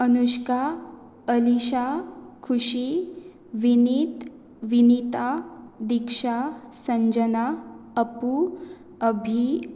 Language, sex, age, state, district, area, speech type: Goan Konkani, female, 18-30, Goa, Pernem, rural, spontaneous